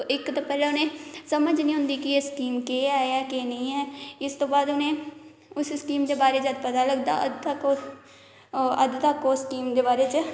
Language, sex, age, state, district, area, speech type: Dogri, female, 18-30, Jammu and Kashmir, Kathua, rural, spontaneous